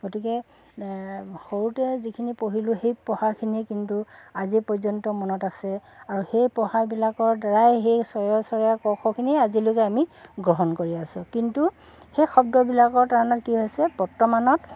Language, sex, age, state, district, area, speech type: Assamese, female, 45-60, Assam, Dhemaji, urban, spontaneous